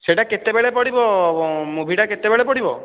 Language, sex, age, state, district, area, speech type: Odia, male, 18-30, Odisha, Nayagarh, rural, conversation